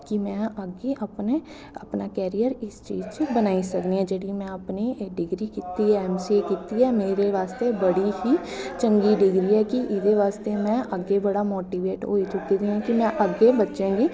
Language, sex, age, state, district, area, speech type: Dogri, female, 18-30, Jammu and Kashmir, Kathua, urban, spontaneous